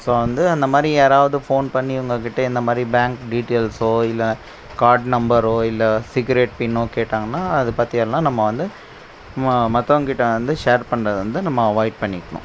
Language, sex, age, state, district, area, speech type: Tamil, male, 30-45, Tamil Nadu, Krishnagiri, rural, spontaneous